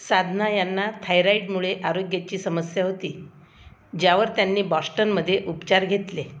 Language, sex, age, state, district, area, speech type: Marathi, female, 60+, Maharashtra, Akola, rural, read